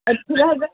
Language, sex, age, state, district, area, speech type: Odia, female, 45-60, Odisha, Sundergarh, rural, conversation